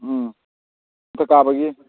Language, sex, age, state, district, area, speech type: Manipuri, male, 18-30, Manipur, Kakching, rural, conversation